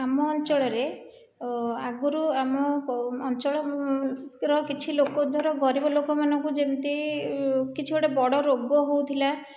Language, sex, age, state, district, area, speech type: Odia, female, 30-45, Odisha, Khordha, rural, spontaneous